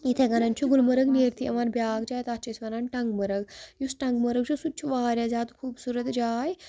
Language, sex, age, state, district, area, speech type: Kashmiri, female, 18-30, Jammu and Kashmir, Baramulla, rural, spontaneous